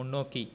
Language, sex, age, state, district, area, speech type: Tamil, male, 18-30, Tamil Nadu, Viluppuram, urban, read